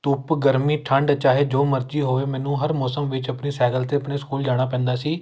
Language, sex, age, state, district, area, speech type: Punjabi, male, 18-30, Punjab, Amritsar, urban, spontaneous